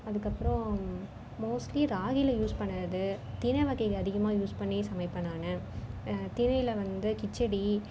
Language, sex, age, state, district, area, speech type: Tamil, female, 30-45, Tamil Nadu, Cuddalore, rural, spontaneous